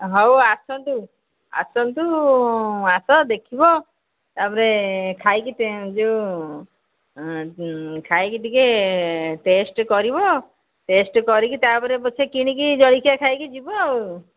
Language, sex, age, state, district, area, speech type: Odia, female, 45-60, Odisha, Angul, rural, conversation